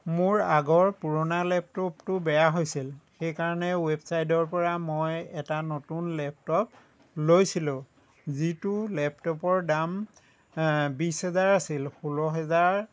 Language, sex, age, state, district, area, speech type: Assamese, male, 60+, Assam, Lakhimpur, rural, spontaneous